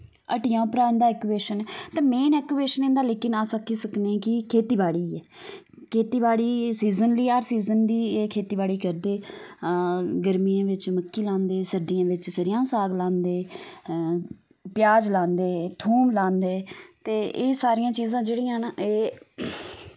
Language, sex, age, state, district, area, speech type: Dogri, female, 30-45, Jammu and Kashmir, Udhampur, rural, spontaneous